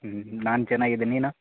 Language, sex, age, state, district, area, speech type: Kannada, male, 18-30, Karnataka, Koppal, rural, conversation